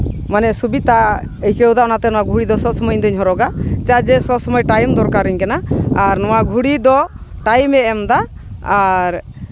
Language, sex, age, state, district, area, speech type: Santali, female, 45-60, West Bengal, Malda, rural, spontaneous